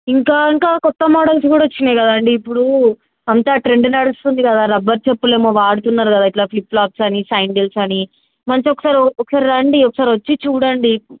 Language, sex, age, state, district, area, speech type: Telugu, female, 18-30, Telangana, Mulugu, urban, conversation